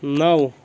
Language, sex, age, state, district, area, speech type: Kashmiri, male, 18-30, Jammu and Kashmir, Anantnag, rural, read